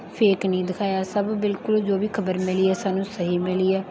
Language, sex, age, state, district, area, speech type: Punjabi, female, 30-45, Punjab, Mansa, rural, spontaneous